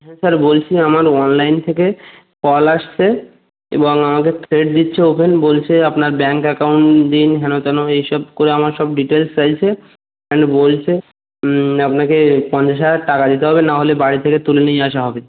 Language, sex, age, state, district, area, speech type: Bengali, male, 45-60, West Bengal, Birbhum, urban, conversation